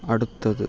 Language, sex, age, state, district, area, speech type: Malayalam, male, 18-30, Kerala, Kottayam, rural, read